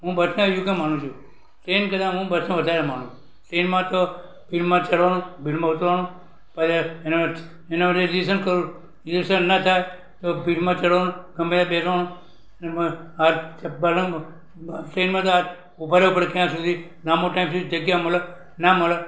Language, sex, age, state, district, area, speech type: Gujarati, male, 60+, Gujarat, Valsad, rural, spontaneous